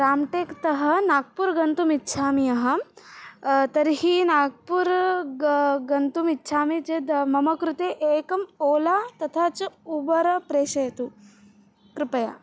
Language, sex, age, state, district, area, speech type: Sanskrit, female, 18-30, Maharashtra, Nagpur, urban, spontaneous